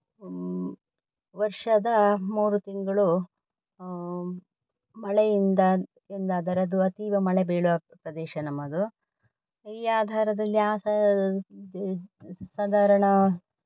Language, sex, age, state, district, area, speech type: Kannada, female, 45-60, Karnataka, Dakshina Kannada, urban, spontaneous